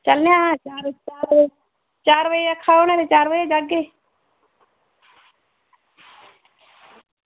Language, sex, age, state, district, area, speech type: Dogri, female, 45-60, Jammu and Kashmir, Udhampur, rural, conversation